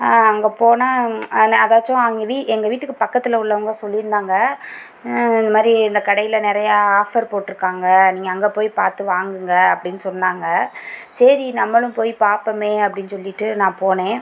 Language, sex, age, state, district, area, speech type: Tamil, female, 30-45, Tamil Nadu, Pudukkottai, rural, spontaneous